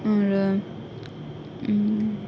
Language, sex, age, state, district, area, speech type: Bodo, female, 18-30, Assam, Kokrajhar, rural, spontaneous